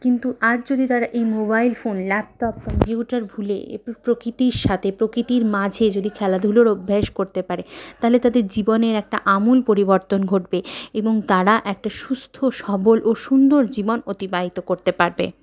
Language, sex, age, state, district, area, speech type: Bengali, female, 60+, West Bengal, Purulia, rural, spontaneous